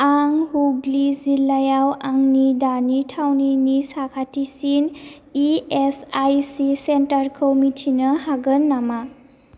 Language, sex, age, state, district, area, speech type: Bodo, female, 18-30, Assam, Baksa, rural, read